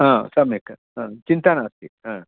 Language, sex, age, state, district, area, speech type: Sanskrit, male, 60+, Karnataka, Bangalore Urban, urban, conversation